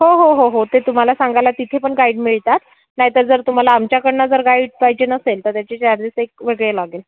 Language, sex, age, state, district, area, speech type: Marathi, female, 30-45, Maharashtra, Yavatmal, rural, conversation